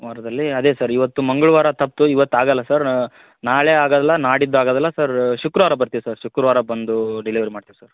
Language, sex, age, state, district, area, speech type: Kannada, male, 30-45, Karnataka, Dharwad, rural, conversation